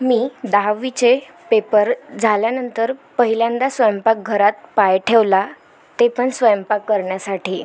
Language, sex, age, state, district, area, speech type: Marathi, female, 18-30, Maharashtra, Washim, rural, spontaneous